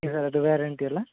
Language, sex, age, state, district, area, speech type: Kannada, male, 30-45, Karnataka, Dakshina Kannada, rural, conversation